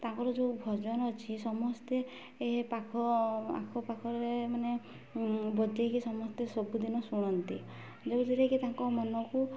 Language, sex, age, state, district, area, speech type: Odia, female, 18-30, Odisha, Mayurbhanj, rural, spontaneous